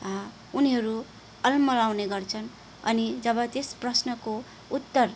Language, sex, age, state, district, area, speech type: Nepali, female, 30-45, West Bengal, Darjeeling, rural, spontaneous